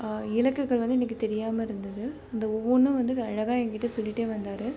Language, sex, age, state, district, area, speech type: Tamil, female, 18-30, Tamil Nadu, Chennai, urban, spontaneous